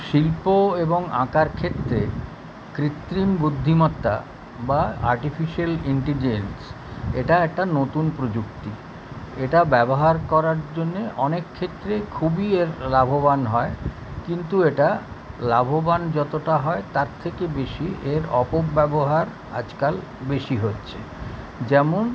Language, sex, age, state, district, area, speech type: Bengali, male, 60+, West Bengal, Kolkata, urban, spontaneous